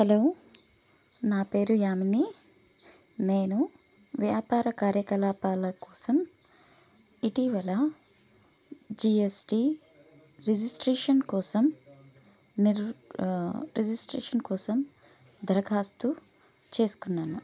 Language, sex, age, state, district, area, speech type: Telugu, female, 30-45, Telangana, Hanamkonda, urban, spontaneous